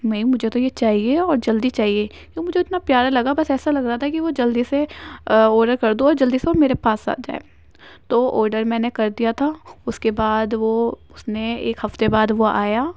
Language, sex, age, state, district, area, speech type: Urdu, female, 18-30, Uttar Pradesh, Ghaziabad, rural, spontaneous